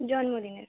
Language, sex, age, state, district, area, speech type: Bengali, female, 18-30, West Bengal, North 24 Parganas, urban, conversation